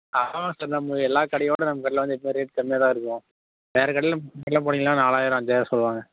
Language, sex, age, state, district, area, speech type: Tamil, male, 18-30, Tamil Nadu, Dharmapuri, rural, conversation